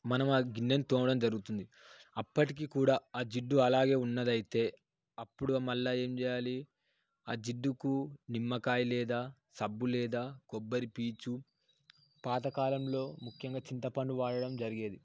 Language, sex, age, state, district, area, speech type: Telugu, male, 18-30, Telangana, Yadadri Bhuvanagiri, urban, spontaneous